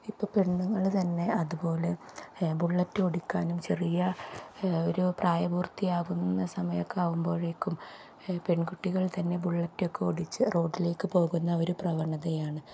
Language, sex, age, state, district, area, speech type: Malayalam, female, 30-45, Kerala, Kozhikode, rural, spontaneous